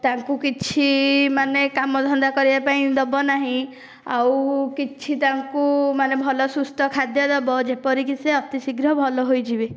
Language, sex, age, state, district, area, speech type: Odia, female, 18-30, Odisha, Dhenkanal, rural, spontaneous